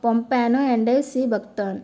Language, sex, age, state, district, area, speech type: Telugu, female, 30-45, Andhra Pradesh, Nellore, urban, spontaneous